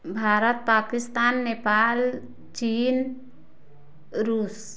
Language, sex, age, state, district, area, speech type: Hindi, female, 45-60, Uttar Pradesh, Prayagraj, rural, spontaneous